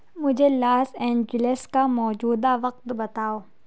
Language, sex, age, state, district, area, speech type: Urdu, female, 30-45, Uttar Pradesh, Lucknow, rural, read